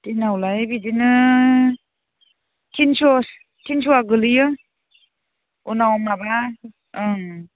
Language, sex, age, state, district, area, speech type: Bodo, female, 30-45, Assam, Udalguri, rural, conversation